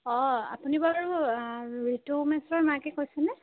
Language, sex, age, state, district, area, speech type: Assamese, female, 18-30, Assam, Sivasagar, rural, conversation